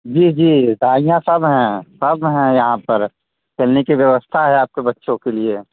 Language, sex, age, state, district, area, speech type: Hindi, male, 18-30, Uttar Pradesh, Mirzapur, rural, conversation